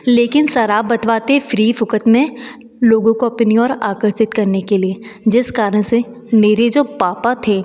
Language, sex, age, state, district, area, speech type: Hindi, female, 30-45, Madhya Pradesh, Betul, urban, spontaneous